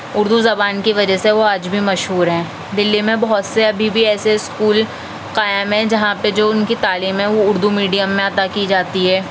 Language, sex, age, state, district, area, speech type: Urdu, female, 18-30, Delhi, South Delhi, urban, spontaneous